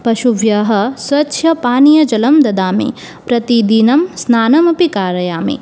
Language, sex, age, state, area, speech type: Sanskrit, female, 18-30, Tripura, rural, spontaneous